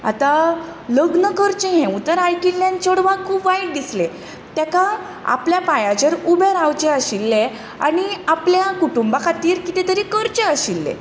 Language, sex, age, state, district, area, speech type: Goan Konkani, female, 18-30, Goa, Tiswadi, rural, spontaneous